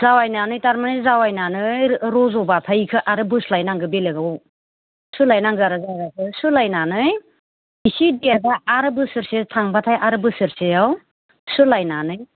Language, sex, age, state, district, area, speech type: Bodo, female, 60+, Assam, Baksa, rural, conversation